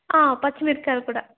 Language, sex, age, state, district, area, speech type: Telugu, female, 30-45, Andhra Pradesh, Chittoor, urban, conversation